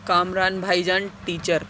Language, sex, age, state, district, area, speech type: Urdu, female, 30-45, Delhi, Central Delhi, urban, spontaneous